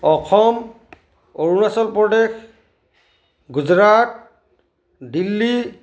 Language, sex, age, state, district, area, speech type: Assamese, male, 45-60, Assam, Charaideo, urban, spontaneous